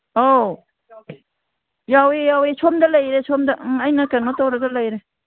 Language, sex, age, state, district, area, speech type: Manipuri, female, 60+, Manipur, Imphal East, rural, conversation